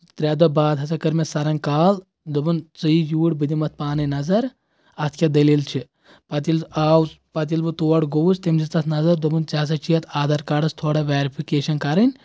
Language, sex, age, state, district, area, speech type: Kashmiri, male, 18-30, Jammu and Kashmir, Anantnag, rural, spontaneous